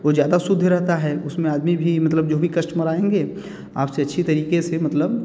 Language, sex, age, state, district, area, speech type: Hindi, male, 30-45, Uttar Pradesh, Bhadohi, urban, spontaneous